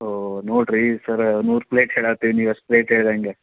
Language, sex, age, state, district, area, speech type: Kannada, male, 30-45, Karnataka, Gadag, urban, conversation